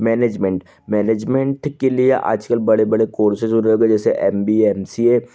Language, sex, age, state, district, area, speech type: Hindi, male, 18-30, Madhya Pradesh, Betul, urban, spontaneous